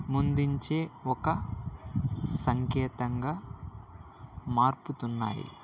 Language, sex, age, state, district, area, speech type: Telugu, male, 18-30, Andhra Pradesh, Annamaya, rural, spontaneous